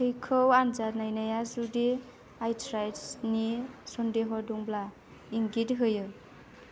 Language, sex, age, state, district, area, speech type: Bodo, female, 18-30, Assam, Chirang, rural, read